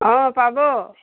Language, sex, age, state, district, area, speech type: Assamese, female, 60+, Assam, Dibrugarh, rural, conversation